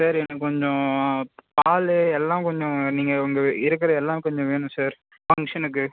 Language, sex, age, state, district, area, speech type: Tamil, male, 18-30, Tamil Nadu, Vellore, rural, conversation